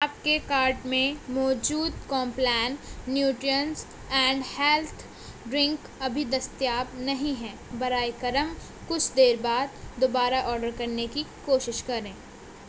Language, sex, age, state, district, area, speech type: Urdu, female, 18-30, Uttar Pradesh, Gautam Buddha Nagar, rural, read